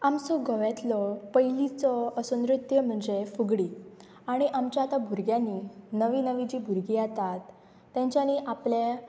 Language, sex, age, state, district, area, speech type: Goan Konkani, female, 18-30, Goa, Pernem, rural, spontaneous